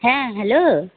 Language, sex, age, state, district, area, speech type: Bengali, female, 30-45, West Bengal, Alipurduar, rural, conversation